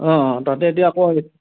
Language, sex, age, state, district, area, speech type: Assamese, male, 45-60, Assam, Lakhimpur, rural, conversation